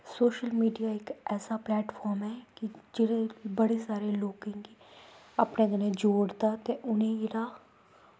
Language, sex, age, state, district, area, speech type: Dogri, female, 18-30, Jammu and Kashmir, Kathua, rural, spontaneous